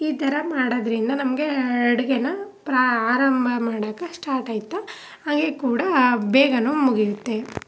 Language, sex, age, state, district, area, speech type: Kannada, female, 18-30, Karnataka, Chamarajanagar, rural, spontaneous